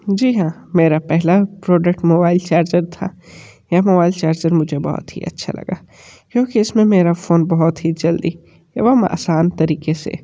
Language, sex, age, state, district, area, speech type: Hindi, male, 30-45, Uttar Pradesh, Sonbhadra, rural, spontaneous